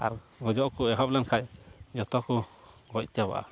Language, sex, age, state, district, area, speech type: Santali, male, 30-45, West Bengal, Paschim Bardhaman, rural, spontaneous